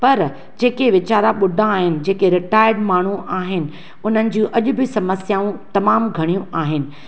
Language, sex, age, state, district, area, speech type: Sindhi, female, 45-60, Maharashtra, Thane, urban, spontaneous